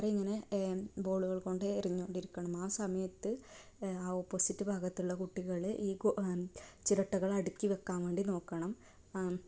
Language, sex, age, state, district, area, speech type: Malayalam, female, 18-30, Kerala, Kasaragod, rural, spontaneous